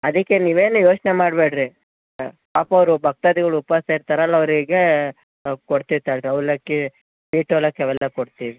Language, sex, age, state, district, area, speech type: Kannada, male, 18-30, Karnataka, Chitradurga, urban, conversation